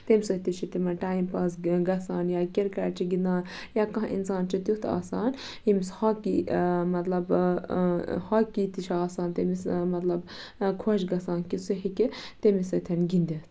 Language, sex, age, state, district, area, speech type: Kashmiri, female, 30-45, Jammu and Kashmir, Budgam, rural, spontaneous